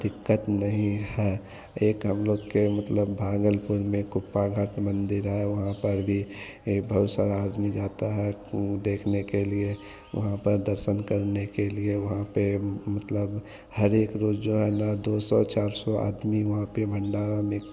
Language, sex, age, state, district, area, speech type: Hindi, male, 18-30, Bihar, Madhepura, rural, spontaneous